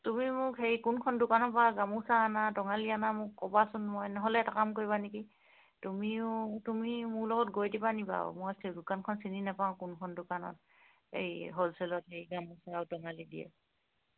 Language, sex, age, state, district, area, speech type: Assamese, female, 45-60, Assam, Dibrugarh, rural, conversation